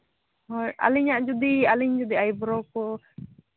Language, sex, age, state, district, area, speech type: Santali, female, 18-30, Jharkhand, Seraikela Kharsawan, rural, conversation